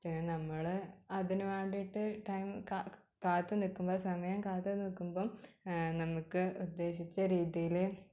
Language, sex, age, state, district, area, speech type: Malayalam, female, 18-30, Kerala, Malappuram, rural, spontaneous